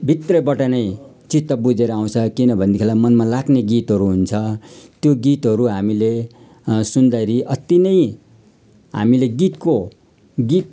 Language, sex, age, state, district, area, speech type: Nepali, male, 60+, West Bengal, Jalpaiguri, urban, spontaneous